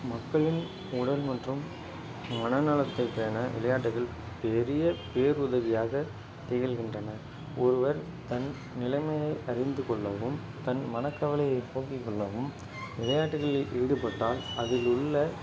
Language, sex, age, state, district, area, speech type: Tamil, male, 30-45, Tamil Nadu, Ariyalur, rural, spontaneous